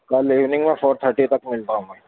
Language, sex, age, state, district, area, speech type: Urdu, male, 30-45, Telangana, Hyderabad, urban, conversation